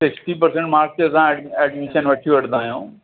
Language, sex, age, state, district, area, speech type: Sindhi, male, 45-60, Uttar Pradesh, Lucknow, rural, conversation